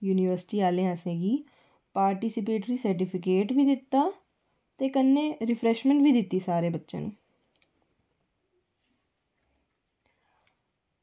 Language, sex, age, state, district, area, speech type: Dogri, female, 30-45, Jammu and Kashmir, Reasi, rural, spontaneous